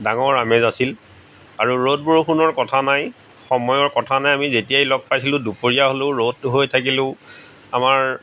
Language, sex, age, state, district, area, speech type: Assamese, male, 45-60, Assam, Golaghat, rural, spontaneous